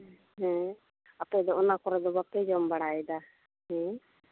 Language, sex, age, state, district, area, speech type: Santali, female, 30-45, West Bengal, Uttar Dinajpur, rural, conversation